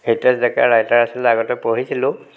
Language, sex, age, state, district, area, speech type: Assamese, male, 60+, Assam, Golaghat, urban, spontaneous